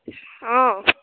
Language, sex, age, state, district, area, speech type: Assamese, female, 18-30, Assam, Nagaon, rural, conversation